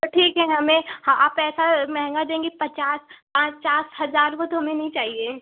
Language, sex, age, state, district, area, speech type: Hindi, female, 18-30, Uttar Pradesh, Prayagraj, urban, conversation